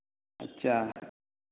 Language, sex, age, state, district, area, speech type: Hindi, male, 30-45, Bihar, Madhepura, rural, conversation